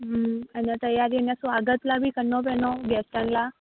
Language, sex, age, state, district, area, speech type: Sindhi, female, 18-30, Rajasthan, Ajmer, urban, conversation